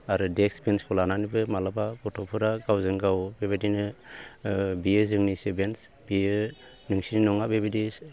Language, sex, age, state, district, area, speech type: Bodo, male, 45-60, Assam, Baksa, urban, spontaneous